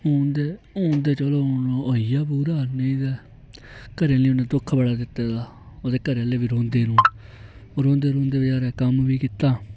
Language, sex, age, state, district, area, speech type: Dogri, male, 18-30, Jammu and Kashmir, Reasi, rural, spontaneous